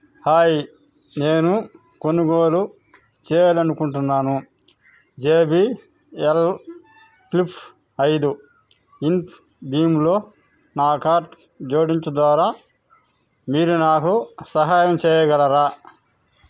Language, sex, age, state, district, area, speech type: Telugu, male, 45-60, Andhra Pradesh, Sri Balaji, rural, read